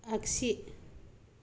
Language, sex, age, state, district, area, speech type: Bodo, female, 30-45, Assam, Kokrajhar, rural, read